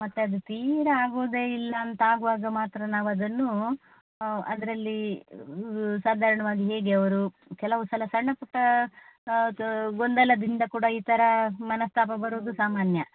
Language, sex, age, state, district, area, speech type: Kannada, female, 45-60, Karnataka, Dakshina Kannada, urban, conversation